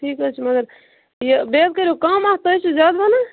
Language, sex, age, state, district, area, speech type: Kashmiri, female, 30-45, Jammu and Kashmir, Bandipora, rural, conversation